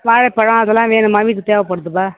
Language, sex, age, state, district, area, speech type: Tamil, female, 60+, Tamil Nadu, Tiruvannamalai, rural, conversation